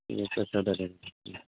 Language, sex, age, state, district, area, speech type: Urdu, male, 18-30, Bihar, Purnia, rural, conversation